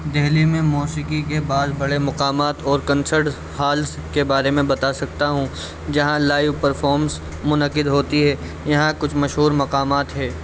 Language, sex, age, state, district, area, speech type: Urdu, male, 18-30, Delhi, Central Delhi, urban, spontaneous